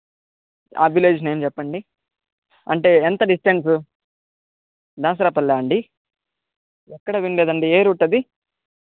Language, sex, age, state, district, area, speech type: Telugu, male, 18-30, Andhra Pradesh, Chittoor, rural, conversation